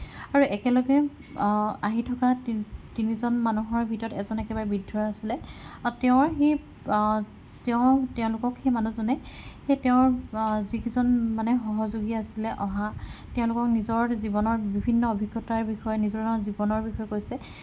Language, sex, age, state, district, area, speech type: Assamese, female, 18-30, Assam, Kamrup Metropolitan, urban, spontaneous